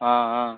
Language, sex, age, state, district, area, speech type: Tamil, male, 18-30, Tamil Nadu, Cuddalore, rural, conversation